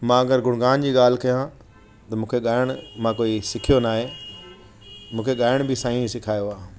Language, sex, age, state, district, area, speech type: Sindhi, male, 45-60, Delhi, South Delhi, urban, spontaneous